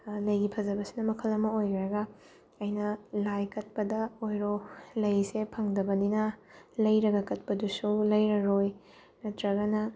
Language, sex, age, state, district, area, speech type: Manipuri, female, 18-30, Manipur, Bishnupur, rural, spontaneous